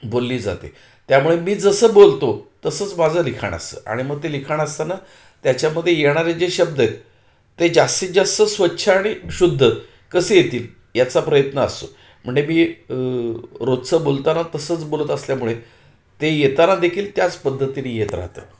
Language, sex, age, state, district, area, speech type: Marathi, male, 45-60, Maharashtra, Pune, urban, spontaneous